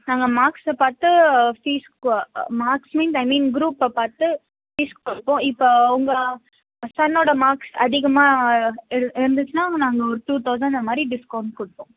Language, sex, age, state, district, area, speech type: Tamil, female, 18-30, Tamil Nadu, Krishnagiri, rural, conversation